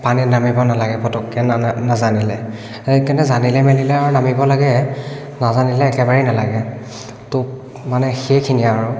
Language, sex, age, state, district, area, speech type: Assamese, male, 18-30, Assam, Biswanath, rural, spontaneous